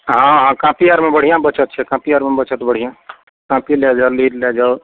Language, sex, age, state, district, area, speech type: Maithili, male, 45-60, Bihar, Madhepura, rural, conversation